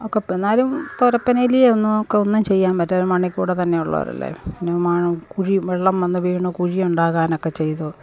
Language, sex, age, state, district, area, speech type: Malayalam, female, 60+, Kerala, Pathanamthitta, rural, spontaneous